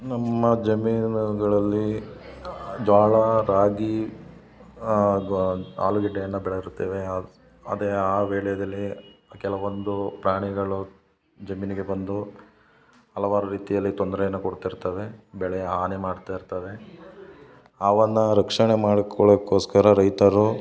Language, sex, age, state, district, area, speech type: Kannada, male, 30-45, Karnataka, Hassan, rural, spontaneous